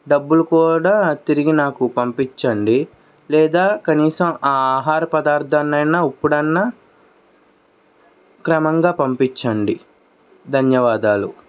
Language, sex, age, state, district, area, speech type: Telugu, male, 18-30, Andhra Pradesh, Krishna, urban, spontaneous